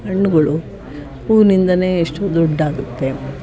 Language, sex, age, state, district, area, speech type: Kannada, female, 60+, Karnataka, Chitradurga, rural, spontaneous